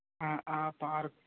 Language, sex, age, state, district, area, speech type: Telugu, male, 30-45, Andhra Pradesh, Kakinada, rural, conversation